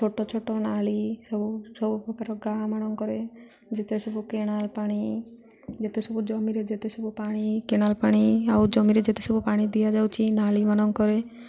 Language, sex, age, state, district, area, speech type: Odia, female, 18-30, Odisha, Malkangiri, urban, spontaneous